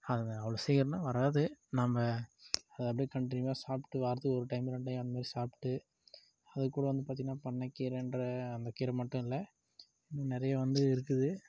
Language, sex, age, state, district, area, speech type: Tamil, male, 18-30, Tamil Nadu, Dharmapuri, rural, spontaneous